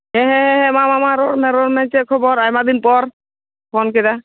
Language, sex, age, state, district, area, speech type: Santali, female, 45-60, West Bengal, Malda, rural, conversation